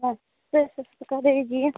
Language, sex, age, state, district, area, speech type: Hindi, female, 30-45, Bihar, Muzaffarpur, urban, conversation